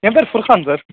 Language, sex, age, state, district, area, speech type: Tamil, male, 18-30, Tamil Nadu, Krishnagiri, rural, conversation